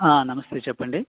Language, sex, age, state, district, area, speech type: Telugu, male, 30-45, Andhra Pradesh, West Godavari, rural, conversation